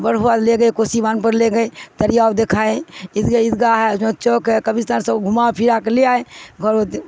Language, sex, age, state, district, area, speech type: Urdu, female, 60+, Bihar, Supaul, rural, spontaneous